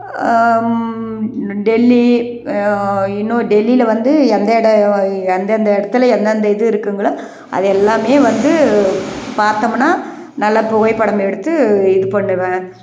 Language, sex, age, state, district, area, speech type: Tamil, female, 60+, Tamil Nadu, Krishnagiri, rural, spontaneous